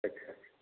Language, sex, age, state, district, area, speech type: Hindi, male, 30-45, Bihar, Samastipur, rural, conversation